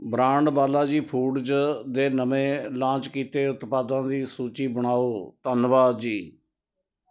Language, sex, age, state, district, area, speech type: Punjabi, male, 60+, Punjab, Ludhiana, rural, read